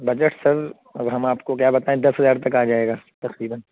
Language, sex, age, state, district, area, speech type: Urdu, male, 60+, Uttar Pradesh, Lucknow, urban, conversation